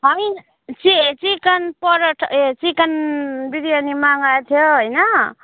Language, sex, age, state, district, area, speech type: Nepali, female, 30-45, West Bengal, Alipurduar, urban, conversation